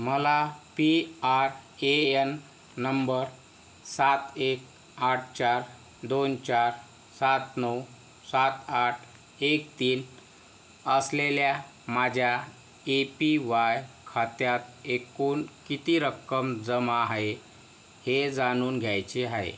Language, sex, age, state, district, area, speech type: Marathi, male, 60+, Maharashtra, Yavatmal, rural, read